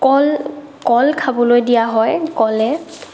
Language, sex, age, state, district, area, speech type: Assamese, female, 18-30, Assam, Morigaon, rural, spontaneous